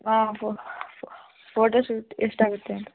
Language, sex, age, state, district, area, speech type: Kannada, female, 18-30, Karnataka, Chamarajanagar, rural, conversation